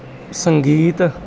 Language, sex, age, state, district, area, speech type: Punjabi, male, 30-45, Punjab, Bathinda, urban, spontaneous